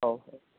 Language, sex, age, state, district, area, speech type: Hindi, male, 18-30, Madhya Pradesh, Harda, urban, conversation